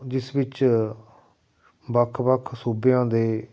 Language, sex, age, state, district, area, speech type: Punjabi, male, 45-60, Punjab, Fatehgarh Sahib, urban, spontaneous